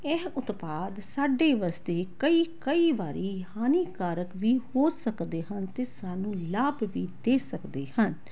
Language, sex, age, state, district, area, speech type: Punjabi, female, 18-30, Punjab, Tarn Taran, urban, spontaneous